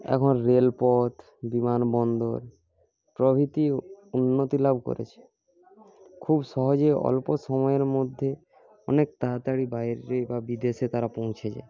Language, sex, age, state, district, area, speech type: Bengali, male, 18-30, West Bengal, Paschim Medinipur, rural, spontaneous